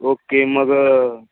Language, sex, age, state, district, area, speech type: Marathi, male, 18-30, Maharashtra, Sangli, urban, conversation